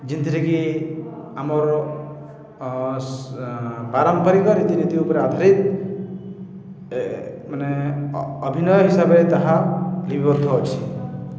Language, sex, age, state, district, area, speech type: Odia, male, 30-45, Odisha, Balangir, urban, spontaneous